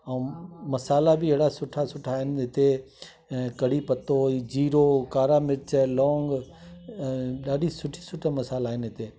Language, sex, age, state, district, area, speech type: Sindhi, male, 60+, Delhi, South Delhi, urban, spontaneous